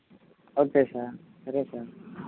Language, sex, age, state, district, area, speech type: Telugu, male, 18-30, Andhra Pradesh, Guntur, rural, conversation